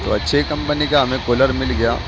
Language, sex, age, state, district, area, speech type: Urdu, male, 18-30, Uttar Pradesh, Gautam Buddha Nagar, rural, spontaneous